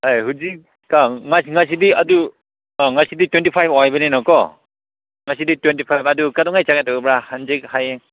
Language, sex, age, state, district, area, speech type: Manipuri, male, 30-45, Manipur, Ukhrul, rural, conversation